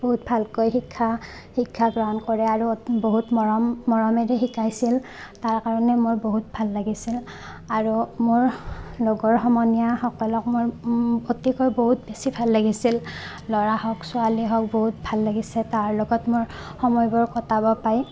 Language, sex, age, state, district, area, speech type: Assamese, female, 18-30, Assam, Barpeta, rural, spontaneous